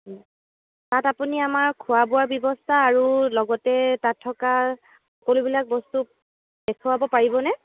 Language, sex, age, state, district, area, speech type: Assamese, female, 30-45, Assam, Dibrugarh, rural, conversation